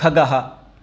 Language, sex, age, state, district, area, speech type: Sanskrit, male, 30-45, Karnataka, Dakshina Kannada, rural, read